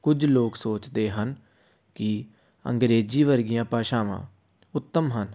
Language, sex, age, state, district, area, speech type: Punjabi, male, 18-30, Punjab, Amritsar, urban, spontaneous